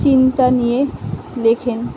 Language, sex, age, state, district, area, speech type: Bengali, female, 45-60, West Bengal, Kolkata, urban, spontaneous